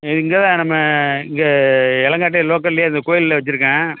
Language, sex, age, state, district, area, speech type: Tamil, male, 60+, Tamil Nadu, Thanjavur, rural, conversation